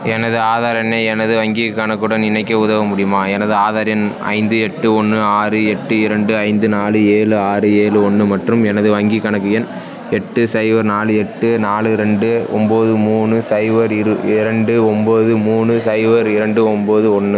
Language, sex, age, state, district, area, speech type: Tamil, male, 18-30, Tamil Nadu, Perambalur, urban, read